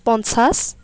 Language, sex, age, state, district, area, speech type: Assamese, female, 30-45, Assam, Dibrugarh, rural, spontaneous